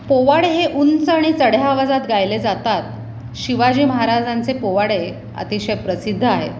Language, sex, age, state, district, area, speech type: Marathi, female, 45-60, Maharashtra, Pune, urban, spontaneous